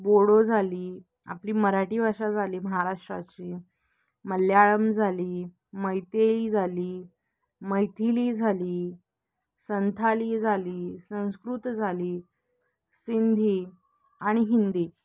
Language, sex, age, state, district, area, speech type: Marathi, female, 18-30, Maharashtra, Nashik, urban, spontaneous